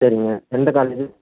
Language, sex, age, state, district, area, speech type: Tamil, male, 18-30, Tamil Nadu, Erode, rural, conversation